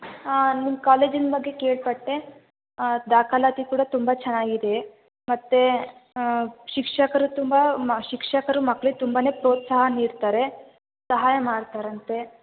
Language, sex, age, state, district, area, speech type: Kannada, female, 18-30, Karnataka, Chitradurga, urban, conversation